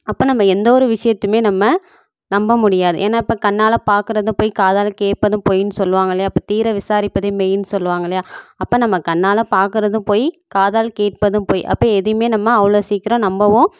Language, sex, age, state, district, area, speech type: Tamil, female, 18-30, Tamil Nadu, Namakkal, urban, spontaneous